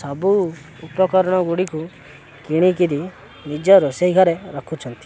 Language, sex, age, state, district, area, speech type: Odia, male, 18-30, Odisha, Kendrapara, urban, spontaneous